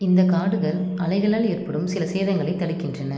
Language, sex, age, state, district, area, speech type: Tamil, female, 30-45, Tamil Nadu, Chennai, urban, read